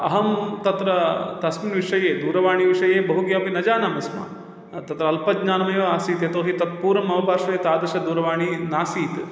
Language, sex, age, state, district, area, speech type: Sanskrit, male, 30-45, Kerala, Thrissur, urban, spontaneous